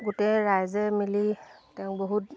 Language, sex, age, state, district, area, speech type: Assamese, female, 30-45, Assam, Lakhimpur, rural, spontaneous